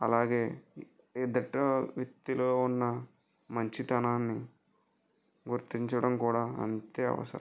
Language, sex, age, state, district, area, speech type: Telugu, male, 60+, Andhra Pradesh, West Godavari, rural, spontaneous